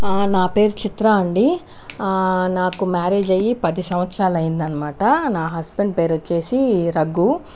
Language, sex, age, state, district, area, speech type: Telugu, other, 30-45, Andhra Pradesh, Chittoor, rural, spontaneous